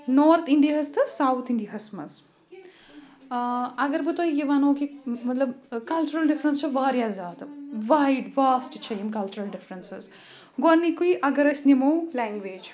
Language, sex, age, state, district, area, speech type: Kashmiri, female, 45-60, Jammu and Kashmir, Ganderbal, rural, spontaneous